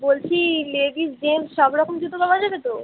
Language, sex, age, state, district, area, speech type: Bengali, female, 30-45, West Bengal, Uttar Dinajpur, urban, conversation